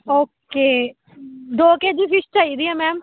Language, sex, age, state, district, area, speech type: Punjabi, female, 18-30, Punjab, Muktsar, rural, conversation